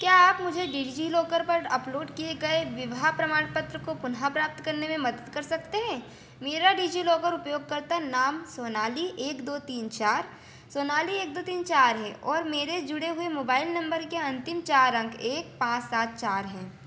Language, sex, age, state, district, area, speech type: Hindi, female, 18-30, Madhya Pradesh, Chhindwara, urban, read